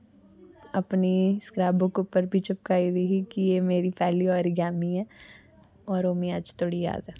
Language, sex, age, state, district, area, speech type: Dogri, female, 18-30, Jammu and Kashmir, Samba, urban, spontaneous